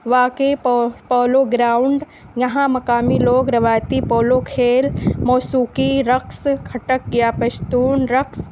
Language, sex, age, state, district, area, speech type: Urdu, female, 18-30, Uttar Pradesh, Balrampur, rural, spontaneous